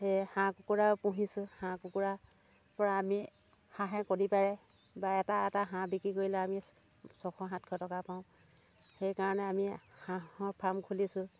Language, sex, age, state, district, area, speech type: Assamese, female, 45-60, Assam, Dhemaji, rural, spontaneous